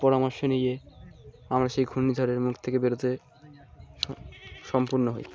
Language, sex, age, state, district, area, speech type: Bengali, male, 18-30, West Bengal, Birbhum, urban, spontaneous